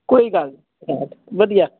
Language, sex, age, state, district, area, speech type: Punjabi, female, 60+, Punjab, Fazilka, rural, conversation